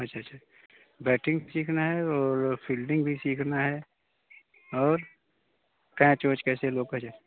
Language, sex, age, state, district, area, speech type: Hindi, male, 45-60, Uttar Pradesh, Jaunpur, rural, conversation